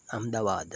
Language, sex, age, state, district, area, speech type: Gujarati, male, 18-30, Gujarat, Morbi, urban, spontaneous